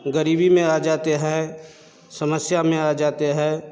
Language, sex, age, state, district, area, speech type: Hindi, male, 30-45, Bihar, Darbhanga, rural, spontaneous